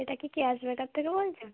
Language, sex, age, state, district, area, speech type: Bengali, female, 18-30, West Bengal, North 24 Parganas, urban, conversation